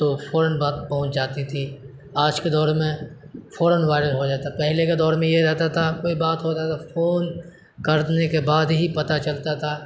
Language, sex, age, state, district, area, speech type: Urdu, male, 30-45, Bihar, Supaul, rural, spontaneous